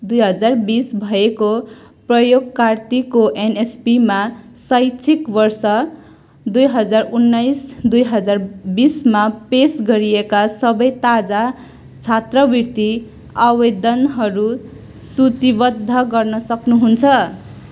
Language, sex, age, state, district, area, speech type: Nepali, female, 18-30, West Bengal, Kalimpong, rural, read